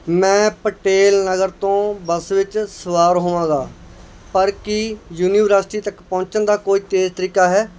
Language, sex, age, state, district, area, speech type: Punjabi, male, 30-45, Punjab, Barnala, urban, read